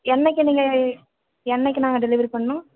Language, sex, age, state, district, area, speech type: Tamil, female, 18-30, Tamil Nadu, Perambalur, rural, conversation